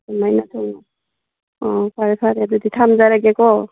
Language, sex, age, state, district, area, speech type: Manipuri, female, 45-60, Manipur, Churachandpur, rural, conversation